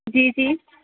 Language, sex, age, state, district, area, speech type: Urdu, female, 30-45, Delhi, Central Delhi, urban, conversation